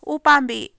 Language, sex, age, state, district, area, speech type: Manipuri, female, 30-45, Manipur, Kakching, rural, read